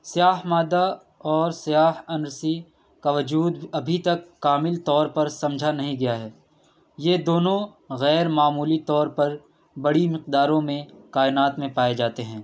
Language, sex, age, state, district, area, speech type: Urdu, male, 18-30, Delhi, East Delhi, urban, spontaneous